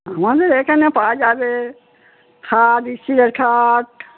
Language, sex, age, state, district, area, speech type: Bengali, female, 60+, West Bengal, Darjeeling, rural, conversation